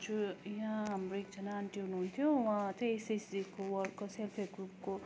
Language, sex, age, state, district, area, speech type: Nepali, female, 18-30, West Bengal, Darjeeling, rural, spontaneous